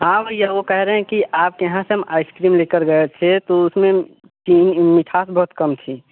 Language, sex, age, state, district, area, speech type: Hindi, male, 18-30, Uttar Pradesh, Mirzapur, rural, conversation